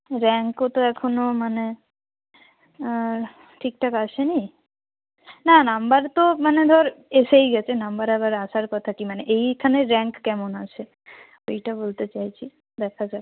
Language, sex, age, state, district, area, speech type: Bengali, female, 30-45, West Bengal, North 24 Parganas, rural, conversation